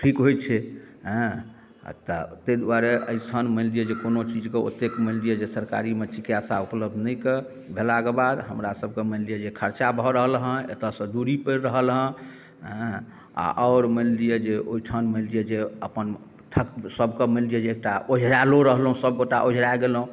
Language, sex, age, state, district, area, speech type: Maithili, male, 45-60, Bihar, Darbhanga, rural, spontaneous